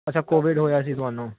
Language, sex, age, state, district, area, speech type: Punjabi, male, 18-30, Punjab, Ludhiana, urban, conversation